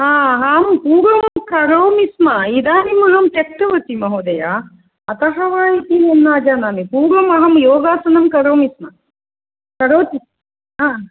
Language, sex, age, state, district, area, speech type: Sanskrit, female, 45-60, Kerala, Kasaragod, rural, conversation